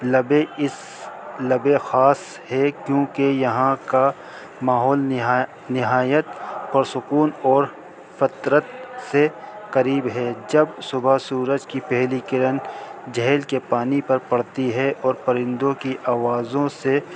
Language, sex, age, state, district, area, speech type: Urdu, male, 45-60, Delhi, North East Delhi, urban, spontaneous